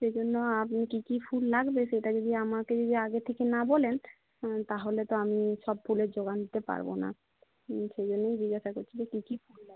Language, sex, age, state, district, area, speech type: Bengali, female, 30-45, West Bengal, Jhargram, rural, conversation